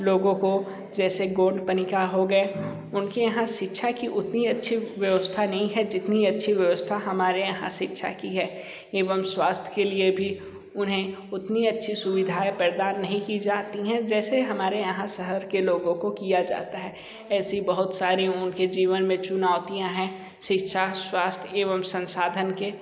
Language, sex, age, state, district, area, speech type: Hindi, male, 60+, Uttar Pradesh, Sonbhadra, rural, spontaneous